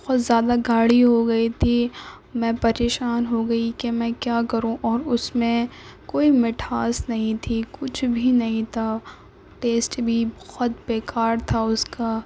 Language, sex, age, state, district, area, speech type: Urdu, female, 18-30, Uttar Pradesh, Gautam Buddha Nagar, urban, spontaneous